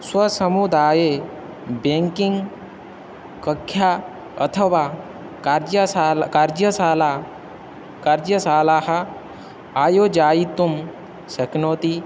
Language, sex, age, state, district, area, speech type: Sanskrit, male, 18-30, Odisha, Balangir, rural, spontaneous